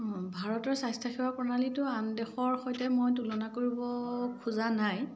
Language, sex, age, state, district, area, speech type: Assamese, female, 45-60, Assam, Dibrugarh, rural, spontaneous